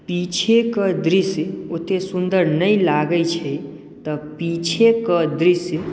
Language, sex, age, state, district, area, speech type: Maithili, male, 18-30, Bihar, Madhubani, rural, spontaneous